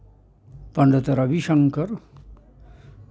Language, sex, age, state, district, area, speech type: Dogri, male, 60+, Jammu and Kashmir, Samba, rural, spontaneous